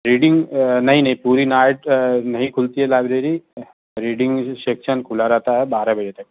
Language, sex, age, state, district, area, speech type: Urdu, male, 30-45, Uttar Pradesh, Azamgarh, rural, conversation